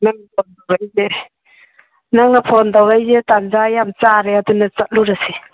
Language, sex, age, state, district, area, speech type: Manipuri, female, 60+, Manipur, Imphal East, rural, conversation